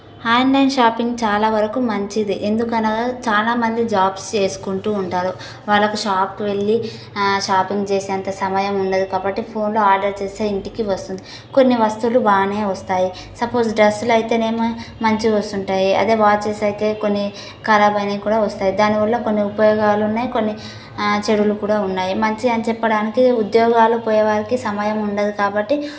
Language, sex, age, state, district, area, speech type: Telugu, female, 18-30, Telangana, Nagarkurnool, rural, spontaneous